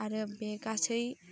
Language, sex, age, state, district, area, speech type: Bodo, female, 18-30, Assam, Baksa, rural, spontaneous